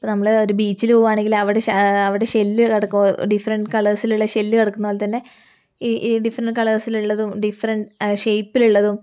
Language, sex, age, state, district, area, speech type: Malayalam, female, 18-30, Kerala, Wayanad, rural, spontaneous